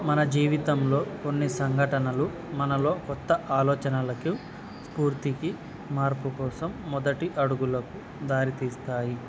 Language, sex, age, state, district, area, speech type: Telugu, male, 18-30, Andhra Pradesh, Nandyal, urban, spontaneous